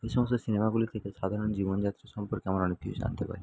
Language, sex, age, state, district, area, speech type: Bengali, male, 18-30, West Bengal, Jhargram, rural, spontaneous